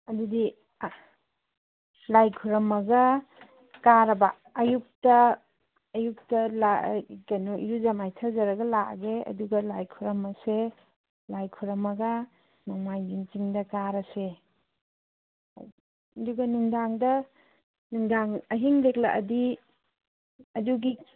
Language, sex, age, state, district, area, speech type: Manipuri, female, 30-45, Manipur, Imphal East, rural, conversation